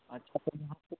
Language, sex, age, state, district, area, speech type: Hindi, male, 18-30, Bihar, Darbhanga, rural, conversation